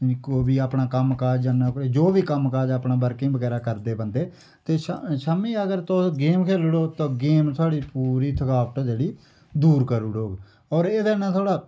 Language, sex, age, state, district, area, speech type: Dogri, male, 30-45, Jammu and Kashmir, Udhampur, rural, spontaneous